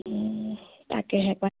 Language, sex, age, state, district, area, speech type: Assamese, female, 18-30, Assam, Lakhimpur, urban, conversation